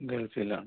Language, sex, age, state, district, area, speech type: Malayalam, male, 18-30, Kerala, Thiruvananthapuram, rural, conversation